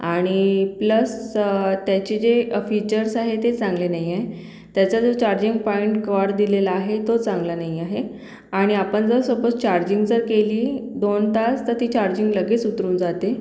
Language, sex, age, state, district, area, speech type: Marathi, female, 18-30, Maharashtra, Akola, urban, spontaneous